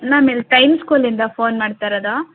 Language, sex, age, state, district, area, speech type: Kannada, female, 18-30, Karnataka, Hassan, urban, conversation